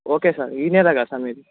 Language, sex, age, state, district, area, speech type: Telugu, male, 18-30, Telangana, Bhadradri Kothagudem, urban, conversation